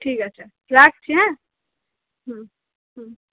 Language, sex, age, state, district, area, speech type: Bengali, female, 30-45, West Bengal, Purulia, urban, conversation